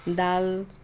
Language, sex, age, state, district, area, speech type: Nepali, female, 60+, West Bengal, Jalpaiguri, rural, spontaneous